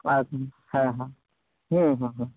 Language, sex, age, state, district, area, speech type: Bengali, male, 45-60, West Bengal, Nadia, rural, conversation